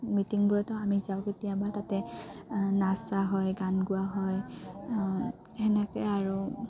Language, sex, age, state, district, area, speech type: Assamese, female, 18-30, Assam, Udalguri, rural, spontaneous